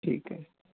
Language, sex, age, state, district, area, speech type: Punjabi, male, 30-45, Punjab, Amritsar, urban, conversation